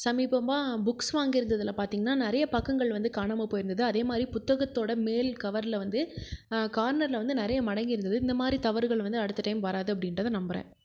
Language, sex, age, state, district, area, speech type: Tamil, female, 18-30, Tamil Nadu, Krishnagiri, rural, spontaneous